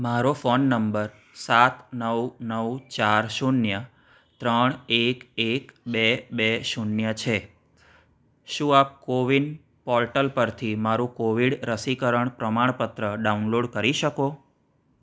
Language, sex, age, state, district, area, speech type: Gujarati, male, 30-45, Gujarat, Anand, urban, read